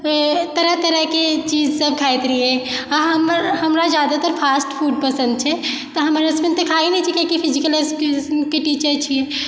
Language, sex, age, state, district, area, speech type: Maithili, female, 30-45, Bihar, Supaul, rural, spontaneous